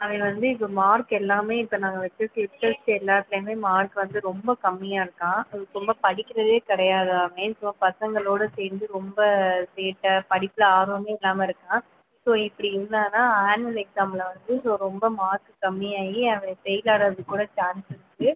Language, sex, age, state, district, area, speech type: Tamil, female, 30-45, Tamil Nadu, Pudukkottai, rural, conversation